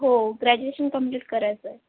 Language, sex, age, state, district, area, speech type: Marathi, female, 30-45, Maharashtra, Akola, rural, conversation